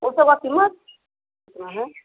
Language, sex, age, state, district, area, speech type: Hindi, female, 45-60, Bihar, Madhepura, rural, conversation